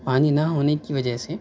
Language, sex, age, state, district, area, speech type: Urdu, male, 18-30, Delhi, South Delhi, urban, spontaneous